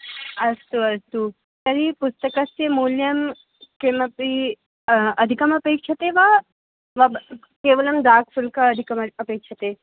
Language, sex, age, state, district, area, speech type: Sanskrit, female, 18-30, Delhi, North East Delhi, urban, conversation